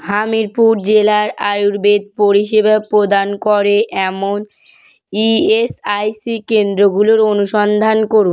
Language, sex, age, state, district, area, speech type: Bengali, female, 18-30, West Bengal, North 24 Parganas, rural, read